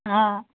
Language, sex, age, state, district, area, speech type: Assamese, female, 30-45, Assam, Charaideo, rural, conversation